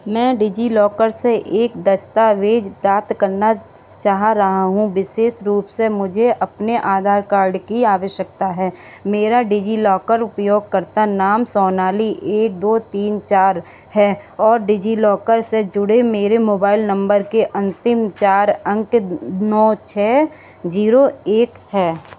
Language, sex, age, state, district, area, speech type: Hindi, female, 45-60, Uttar Pradesh, Sitapur, rural, read